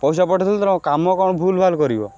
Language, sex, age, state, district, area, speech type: Odia, male, 18-30, Odisha, Kendrapara, urban, spontaneous